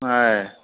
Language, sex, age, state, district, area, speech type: Telugu, male, 60+, Andhra Pradesh, East Godavari, rural, conversation